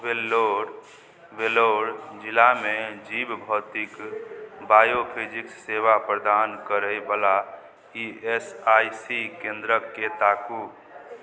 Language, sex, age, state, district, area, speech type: Maithili, male, 45-60, Bihar, Madhubani, rural, read